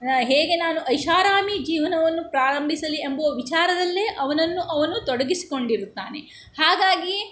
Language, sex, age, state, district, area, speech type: Kannada, female, 60+, Karnataka, Shimoga, rural, spontaneous